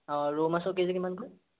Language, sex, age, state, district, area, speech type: Assamese, male, 18-30, Assam, Sonitpur, rural, conversation